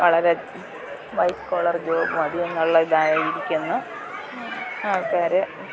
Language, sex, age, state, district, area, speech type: Malayalam, female, 45-60, Kerala, Kottayam, rural, spontaneous